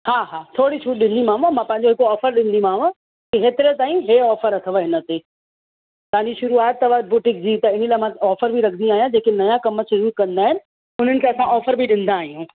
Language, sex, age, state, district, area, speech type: Sindhi, female, 30-45, Uttar Pradesh, Lucknow, urban, conversation